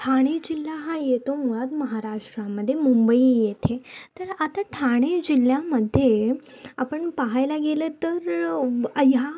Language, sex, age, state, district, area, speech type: Marathi, female, 18-30, Maharashtra, Thane, urban, spontaneous